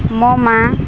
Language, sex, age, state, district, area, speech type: Odia, female, 45-60, Odisha, Malkangiri, urban, spontaneous